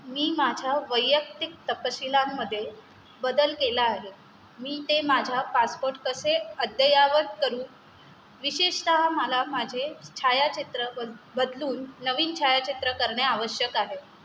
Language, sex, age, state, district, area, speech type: Marathi, female, 30-45, Maharashtra, Mumbai Suburban, urban, read